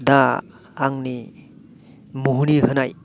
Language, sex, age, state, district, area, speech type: Bodo, male, 45-60, Assam, Kokrajhar, rural, spontaneous